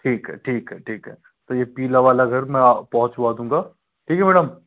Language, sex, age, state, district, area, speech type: Hindi, male, 45-60, Madhya Pradesh, Bhopal, urban, conversation